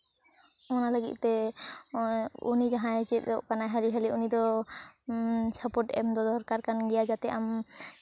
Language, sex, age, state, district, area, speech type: Santali, female, 18-30, West Bengal, Purulia, rural, spontaneous